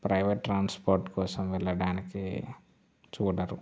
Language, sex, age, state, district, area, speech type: Telugu, male, 18-30, Telangana, Mancherial, rural, spontaneous